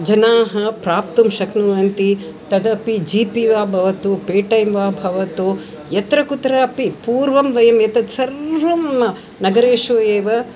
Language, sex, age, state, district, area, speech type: Sanskrit, female, 60+, Tamil Nadu, Chennai, urban, spontaneous